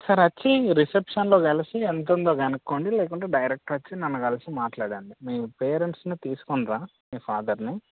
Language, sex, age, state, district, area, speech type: Telugu, male, 18-30, Telangana, Mancherial, rural, conversation